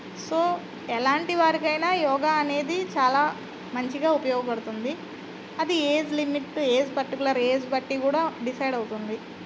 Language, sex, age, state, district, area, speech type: Telugu, female, 45-60, Andhra Pradesh, Eluru, urban, spontaneous